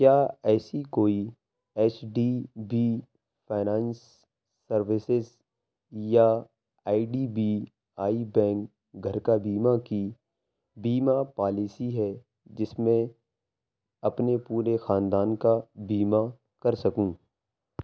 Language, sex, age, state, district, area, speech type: Urdu, male, 18-30, Uttar Pradesh, Ghaziabad, urban, read